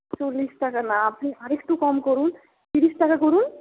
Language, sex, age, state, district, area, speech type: Bengali, female, 60+, West Bengal, Purulia, urban, conversation